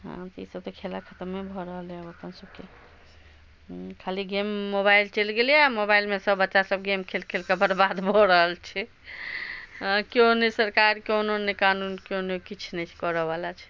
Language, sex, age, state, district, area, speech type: Maithili, female, 60+, Bihar, Madhubani, rural, spontaneous